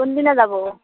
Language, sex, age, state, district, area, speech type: Assamese, female, 60+, Assam, Morigaon, rural, conversation